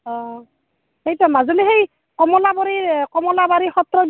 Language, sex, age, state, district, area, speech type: Assamese, female, 30-45, Assam, Barpeta, rural, conversation